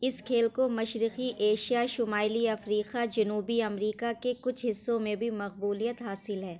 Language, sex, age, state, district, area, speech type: Urdu, female, 30-45, Uttar Pradesh, Shahjahanpur, urban, read